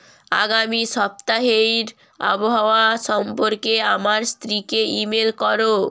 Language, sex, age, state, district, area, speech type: Bengali, female, 18-30, West Bengal, Jalpaiguri, rural, read